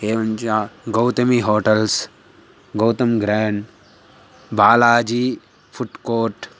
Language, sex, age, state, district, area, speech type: Sanskrit, male, 18-30, Andhra Pradesh, Guntur, rural, spontaneous